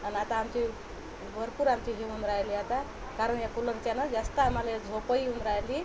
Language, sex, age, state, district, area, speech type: Marathi, female, 45-60, Maharashtra, Washim, rural, spontaneous